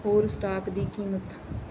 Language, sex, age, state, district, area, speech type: Punjabi, female, 30-45, Punjab, Bathinda, rural, read